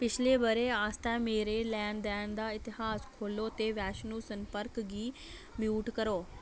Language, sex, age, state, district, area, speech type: Dogri, female, 18-30, Jammu and Kashmir, Reasi, rural, read